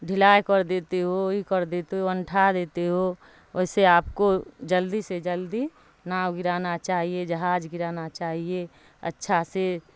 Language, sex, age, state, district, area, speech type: Urdu, female, 60+, Bihar, Darbhanga, rural, spontaneous